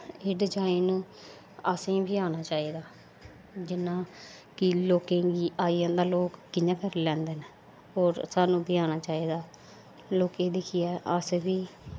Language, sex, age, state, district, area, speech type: Dogri, female, 30-45, Jammu and Kashmir, Samba, rural, spontaneous